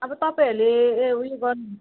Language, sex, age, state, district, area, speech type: Nepali, female, 30-45, West Bengal, Jalpaiguri, urban, conversation